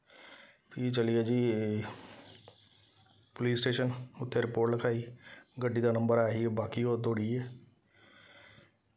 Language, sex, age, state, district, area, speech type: Dogri, male, 30-45, Jammu and Kashmir, Samba, rural, spontaneous